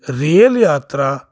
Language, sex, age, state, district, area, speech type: Punjabi, male, 30-45, Punjab, Jalandhar, urban, spontaneous